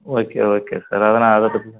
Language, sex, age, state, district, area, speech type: Tamil, male, 18-30, Tamil Nadu, Kallakurichi, rural, conversation